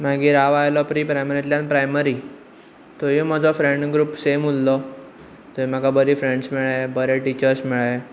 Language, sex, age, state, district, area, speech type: Goan Konkani, male, 18-30, Goa, Bardez, urban, spontaneous